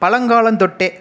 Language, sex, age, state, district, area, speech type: Tamil, male, 18-30, Tamil Nadu, Pudukkottai, rural, spontaneous